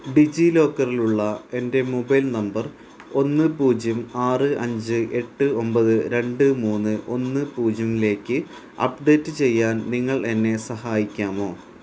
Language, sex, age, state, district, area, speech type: Malayalam, male, 30-45, Kerala, Malappuram, rural, read